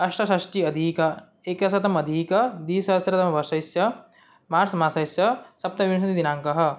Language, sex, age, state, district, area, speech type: Sanskrit, male, 18-30, Assam, Nagaon, rural, spontaneous